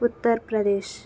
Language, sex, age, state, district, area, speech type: Telugu, female, 18-30, Andhra Pradesh, Krishna, urban, spontaneous